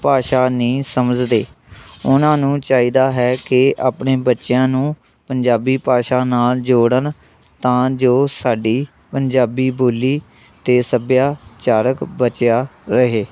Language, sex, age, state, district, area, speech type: Punjabi, male, 18-30, Punjab, Shaheed Bhagat Singh Nagar, rural, spontaneous